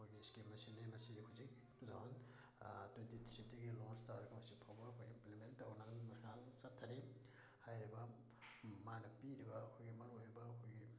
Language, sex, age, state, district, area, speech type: Manipuri, male, 30-45, Manipur, Thoubal, rural, spontaneous